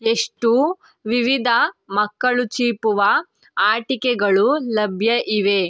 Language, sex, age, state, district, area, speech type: Kannada, female, 18-30, Karnataka, Tumkur, urban, read